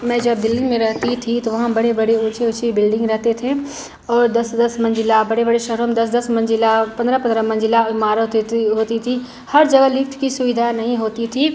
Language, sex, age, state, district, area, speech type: Hindi, female, 45-60, Bihar, Madhubani, rural, spontaneous